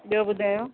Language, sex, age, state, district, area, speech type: Sindhi, female, 45-60, Rajasthan, Ajmer, rural, conversation